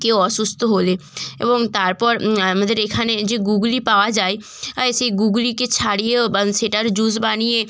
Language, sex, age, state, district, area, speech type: Bengali, female, 18-30, West Bengal, North 24 Parganas, rural, spontaneous